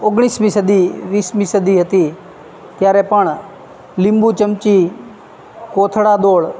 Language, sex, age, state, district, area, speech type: Gujarati, male, 30-45, Gujarat, Junagadh, rural, spontaneous